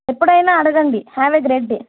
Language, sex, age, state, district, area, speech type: Telugu, female, 18-30, Andhra Pradesh, Sri Satya Sai, urban, conversation